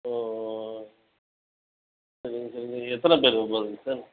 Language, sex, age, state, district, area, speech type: Tamil, male, 30-45, Tamil Nadu, Ariyalur, rural, conversation